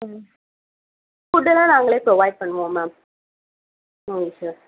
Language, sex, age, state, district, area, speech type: Tamil, female, 45-60, Tamil Nadu, Tiruvallur, urban, conversation